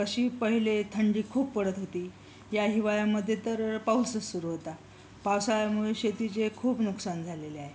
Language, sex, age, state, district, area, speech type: Marathi, female, 45-60, Maharashtra, Yavatmal, rural, spontaneous